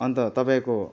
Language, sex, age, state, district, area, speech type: Nepali, male, 30-45, West Bengal, Kalimpong, rural, spontaneous